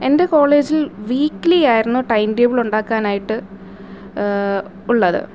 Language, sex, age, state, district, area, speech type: Malayalam, female, 18-30, Kerala, Thiruvananthapuram, urban, spontaneous